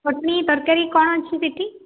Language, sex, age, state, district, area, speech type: Odia, female, 18-30, Odisha, Sundergarh, urban, conversation